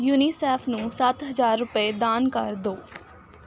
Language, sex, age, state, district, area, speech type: Punjabi, female, 18-30, Punjab, Faridkot, urban, read